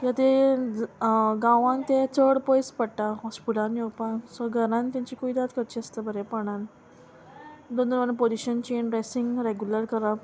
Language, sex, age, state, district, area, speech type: Goan Konkani, female, 30-45, Goa, Murmgao, rural, spontaneous